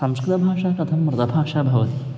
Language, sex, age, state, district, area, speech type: Sanskrit, male, 18-30, Kerala, Kozhikode, rural, spontaneous